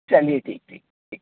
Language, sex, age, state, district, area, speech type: Hindi, male, 18-30, Madhya Pradesh, Jabalpur, urban, conversation